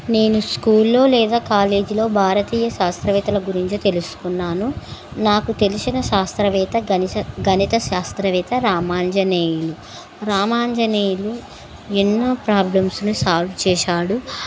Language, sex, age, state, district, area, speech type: Telugu, female, 30-45, Andhra Pradesh, Kurnool, rural, spontaneous